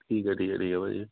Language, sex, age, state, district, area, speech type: Punjabi, male, 18-30, Punjab, Patiala, urban, conversation